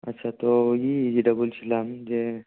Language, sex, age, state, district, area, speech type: Bengali, male, 18-30, West Bengal, Murshidabad, urban, conversation